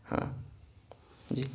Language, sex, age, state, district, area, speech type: Urdu, male, 18-30, Bihar, Gaya, urban, spontaneous